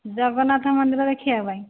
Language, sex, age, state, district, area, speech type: Odia, female, 45-60, Odisha, Nayagarh, rural, conversation